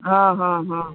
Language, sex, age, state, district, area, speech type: Gujarati, female, 60+, Gujarat, Surat, urban, conversation